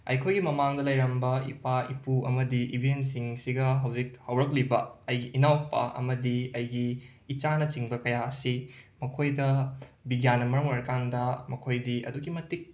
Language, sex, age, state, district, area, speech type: Manipuri, male, 18-30, Manipur, Imphal West, rural, spontaneous